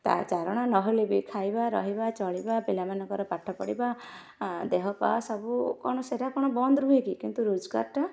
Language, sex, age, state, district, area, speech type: Odia, female, 45-60, Odisha, Kendujhar, urban, spontaneous